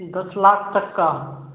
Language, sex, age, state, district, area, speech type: Hindi, male, 18-30, Madhya Pradesh, Gwalior, urban, conversation